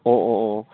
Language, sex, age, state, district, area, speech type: Manipuri, male, 45-60, Manipur, Kakching, rural, conversation